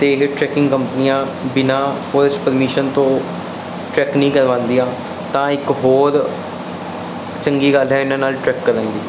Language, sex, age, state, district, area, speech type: Punjabi, male, 30-45, Punjab, Mansa, urban, spontaneous